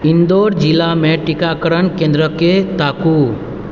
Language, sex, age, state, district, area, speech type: Maithili, male, 30-45, Bihar, Purnia, rural, read